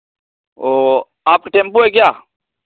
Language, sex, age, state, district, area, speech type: Hindi, male, 30-45, Rajasthan, Nagaur, rural, conversation